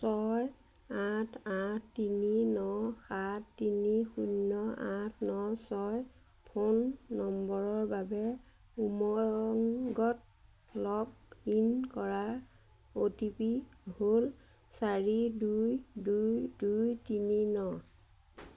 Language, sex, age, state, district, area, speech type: Assamese, female, 45-60, Assam, Majuli, urban, read